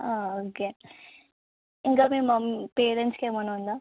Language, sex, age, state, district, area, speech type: Telugu, female, 18-30, Telangana, Sangareddy, urban, conversation